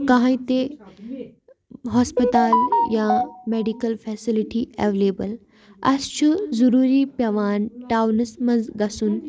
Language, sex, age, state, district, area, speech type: Kashmiri, female, 18-30, Jammu and Kashmir, Baramulla, rural, spontaneous